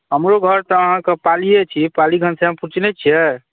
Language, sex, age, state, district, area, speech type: Maithili, male, 18-30, Bihar, Darbhanga, rural, conversation